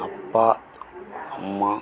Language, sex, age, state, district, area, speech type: Tamil, male, 45-60, Tamil Nadu, Krishnagiri, rural, spontaneous